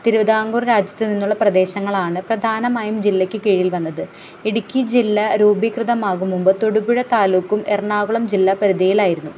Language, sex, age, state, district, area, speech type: Malayalam, female, 18-30, Kerala, Ernakulam, rural, spontaneous